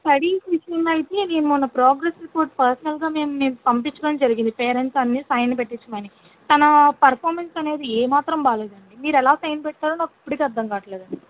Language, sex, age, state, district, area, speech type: Telugu, female, 60+, Andhra Pradesh, West Godavari, rural, conversation